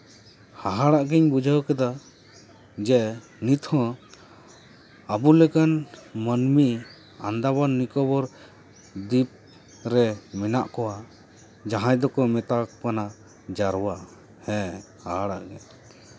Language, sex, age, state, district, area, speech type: Santali, male, 30-45, West Bengal, Paschim Bardhaman, urban, spontaneous